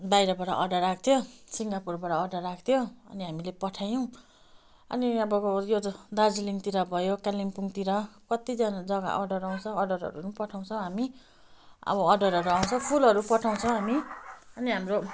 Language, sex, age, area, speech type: Nepali, female, 30-45, rural, spontaneous